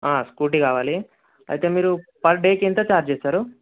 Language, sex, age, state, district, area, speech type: Telugu, male, 18-30, Telangana, Medak, rural, conversation